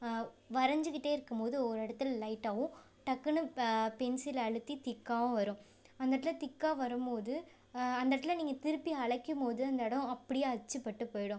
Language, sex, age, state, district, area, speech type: Tamil, female, 18-30, Tamil Nadu, Ariyalur, rural, spontaneous